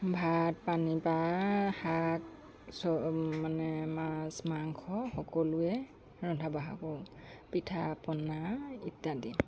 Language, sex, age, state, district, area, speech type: Assamese, female, 45-60, Assam, Lakhimpur, rural, spontaneous